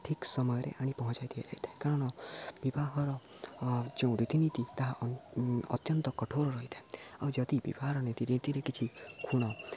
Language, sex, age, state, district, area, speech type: Odia, male, 18-30, Odisha, Jagatsinghpur, rural, spontaneous